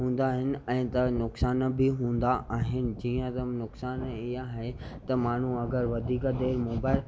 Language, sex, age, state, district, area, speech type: Sindhi, male, 18-30, Maharashtra, Thane, urban, spontaneous